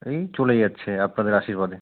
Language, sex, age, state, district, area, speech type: Bengali, male, 45-60, West Bengal, South 24 Parganas, rural, conversation